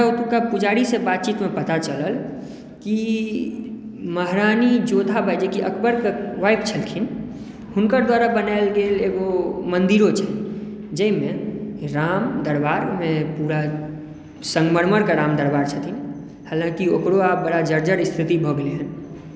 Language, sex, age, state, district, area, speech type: Maithili, male, 18-30, Bihar, Madhubani, rural, spontaneous